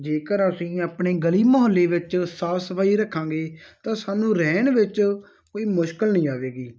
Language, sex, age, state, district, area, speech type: Punjabi, male, 18-30, Punjab, Muktsar, rural, spontaneous